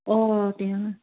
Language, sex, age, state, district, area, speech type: Assamese, female, 18-30, Assam, Charaideo, rural, conversation